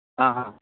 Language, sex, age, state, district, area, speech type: Assamese, male, 18-30, Assam, Lakhimpur, rural, conversation